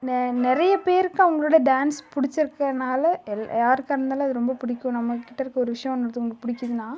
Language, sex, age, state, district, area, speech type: Tamil, female, 18-30, Tamil Nadu, Karur, rural, spontaneous